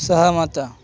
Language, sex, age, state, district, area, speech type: Marathi, male, 18-30, Maharashtra, Thane, urban, read